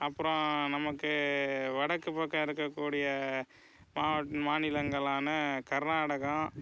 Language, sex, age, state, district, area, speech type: Tamil, male, 45-60, Tamil Nadu, Pudukkottai, rural, spontaneous